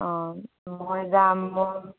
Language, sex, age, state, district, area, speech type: Assamese, female, 18-30, Assam, Dhemaji, urban, conversation